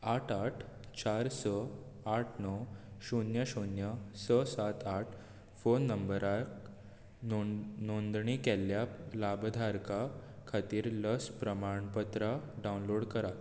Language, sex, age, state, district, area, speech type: Goan Konkani, male, 18-30, Goa, Bardez, urban, read